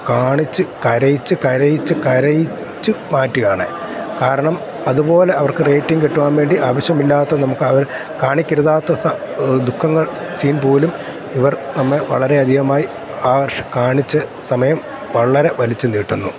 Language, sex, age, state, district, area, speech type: Malayalam, male, 45-60, Kerala, Kottayam, urban, spontaneous